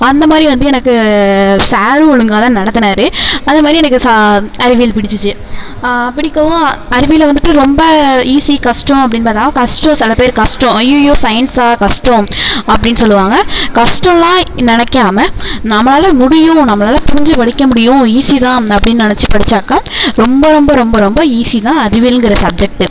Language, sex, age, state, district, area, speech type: Tamil, female, 18-30, Tamil Nadu, Tiruvarur, rural, spontaneous